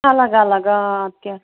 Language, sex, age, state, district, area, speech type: Kashmiri, female, 30-45, Jammu and Kashmir, Shopian, urban, conversation